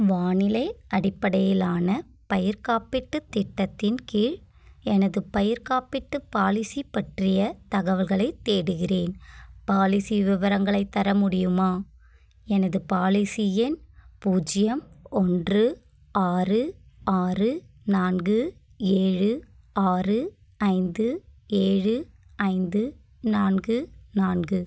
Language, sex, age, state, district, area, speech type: Tamil, female, 30-45, Tamil Nadu, Kanchipuram, urban, read